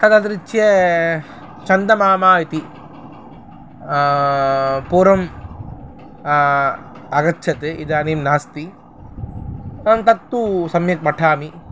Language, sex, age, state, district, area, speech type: Sanskrit, male, 18-30, Tamil Nadu, Chennai, rural, spontaneous